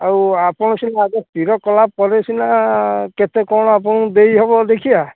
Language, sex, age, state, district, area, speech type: Odia, male, 30-45, Odisha, Jagatsinghpur, urban, conversation